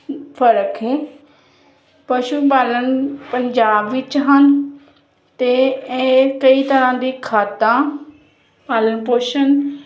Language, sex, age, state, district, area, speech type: Punjabi, female, 30-45, Punjab, Jalandhar, urban, spontaneous